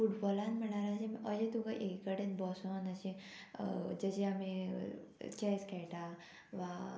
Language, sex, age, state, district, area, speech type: Goan Konkani, female, 18-30, Goa, Murmgao, rural, spontaneous